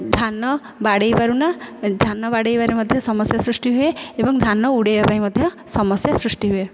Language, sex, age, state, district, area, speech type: Odia, female, 30-45, Odisha, Dhenkanal, rural, spontaneous